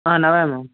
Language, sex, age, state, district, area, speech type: Kannada, male, 18-30, Karnataka, Davanagere, rural, conversation